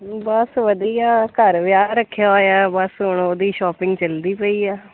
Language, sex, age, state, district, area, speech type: Punjabi, female, 30-45, Punjab, Kapurthala, urban, conversation